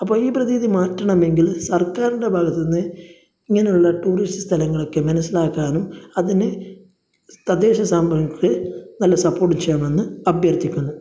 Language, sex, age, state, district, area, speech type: Malayalam, male, 30-45, Kerala, Kasaragod, rural, spontaneous